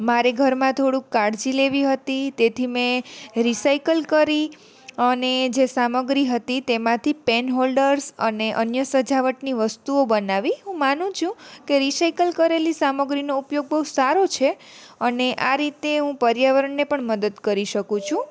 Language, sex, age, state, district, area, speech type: Gujarati, female, 18-30, Gujarat, Junagadh, urban, spontaneous